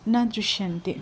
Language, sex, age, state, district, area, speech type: Sanskrit, female, 30-45, Andhra Pradesh, Krishna, urban, spontaneous